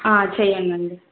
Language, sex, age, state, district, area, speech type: Telugu, female, 18-30, Telangana, Bhadradri Kothagudem, rural, conversation